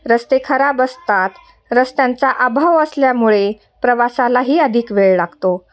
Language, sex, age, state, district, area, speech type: Marathi, female, 30-45, Maharashtra, Nashik, urban, spontaneous